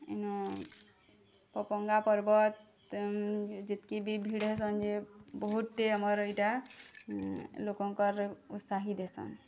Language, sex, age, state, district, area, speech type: Odia, female, 30-45, Odisha, Bargarh, urban, spontaneous